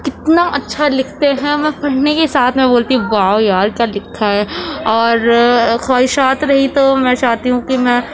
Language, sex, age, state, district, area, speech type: Urdu, female, 18-30, Uttar Pradesh, Gautam Buddha Nagar, urban, spontaneous